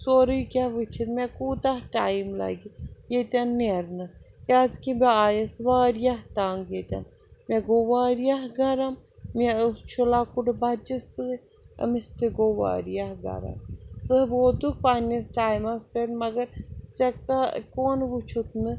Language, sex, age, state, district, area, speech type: Kashmiri, female, 30-45, Jammu and Kashmir, Srinagar, urban, spontaneous